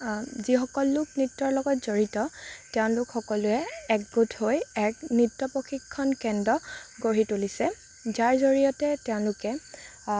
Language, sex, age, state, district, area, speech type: Assamese, female, 18-30, Assam, Lakhimpur, rural, spontaneous